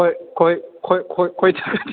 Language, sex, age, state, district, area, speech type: Bodo, male, 30-45, Assam, Chirang, rural, conversation